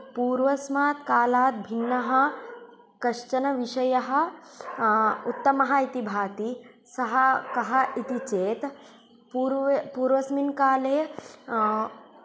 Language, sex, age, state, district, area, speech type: Sanskrit, female, 18-30, Karnataka, Tumkur, urban, spontaneous